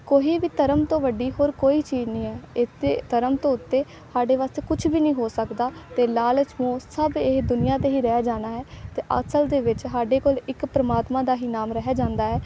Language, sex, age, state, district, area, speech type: Punjabi, female, 18-30, Punjab, Amritsar, urban, spontaneous